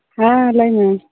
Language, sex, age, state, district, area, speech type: Santali, female, 30-45, West Bengal, Birbhum, rural, conversation